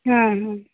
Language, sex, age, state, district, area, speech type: Kannada, female, 60+, Karnataka, Belgaum, rural, conversation